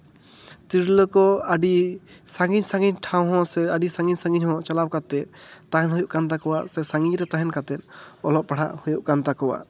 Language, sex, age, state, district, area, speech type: Santali, male, 18-30, West Bengal, Jhargram, rural, spontaneous